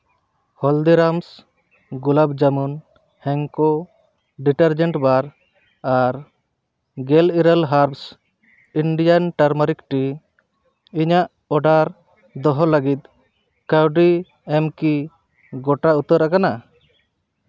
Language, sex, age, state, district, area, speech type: Santali, male, 30-45, West Bengal, Purulia, rural, read